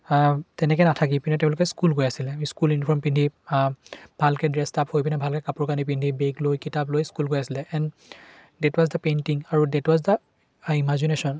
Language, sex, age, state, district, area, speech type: Assamese, male, 18-30, Assam, Charaideo, urban, spontaneous